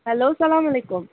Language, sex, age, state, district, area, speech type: Kashmiri, female, 18-30, Jammu and Kashmir, Budgam, rural, conversation